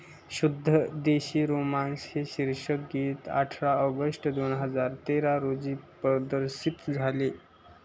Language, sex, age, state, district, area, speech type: Marathi, male, 18-30, Maharashtra, Osmanabad, rural, read